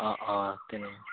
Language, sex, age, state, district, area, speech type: Assamese, male, 18-30, Assam, Goalpara, urban, conversation